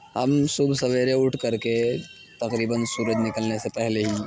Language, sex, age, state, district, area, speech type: Urdu, male, 30-45, Uttar Pradesh, Lucknow, urban, spontaneous